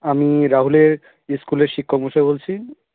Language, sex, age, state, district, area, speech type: Bengali, male, 18-30, West Bengal, South 24 Parganas, rural, conversation